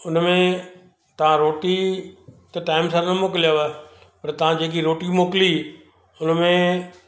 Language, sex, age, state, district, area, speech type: Sindhi, male, 60+, Gujarat, Surat, urban, spontaneous